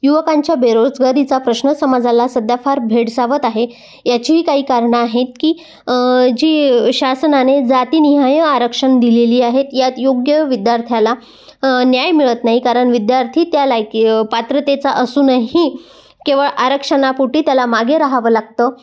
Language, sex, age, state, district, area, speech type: Marathi, female, 30-45, Maharashtra, Amravati, rural, spontaneous